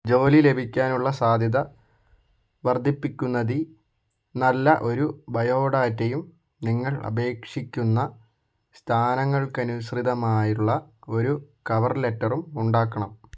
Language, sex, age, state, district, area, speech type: Malayalam, male, 18-30, Kerala, Kozhikode, urban, read